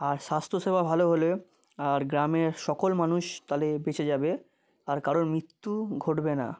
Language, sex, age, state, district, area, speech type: Bengali, male, 30-45, West Bengal, South 24 Parganas, rural, spontaneous